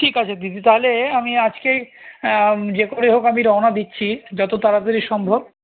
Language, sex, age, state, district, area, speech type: Bengali, male, 45-60, West Bengal, Malda, rural, conversation